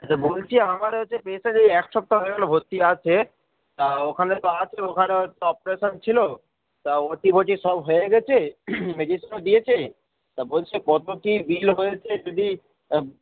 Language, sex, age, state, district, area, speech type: Bengali, male, 45-60, West Bengal, Hooghly, rural, conversation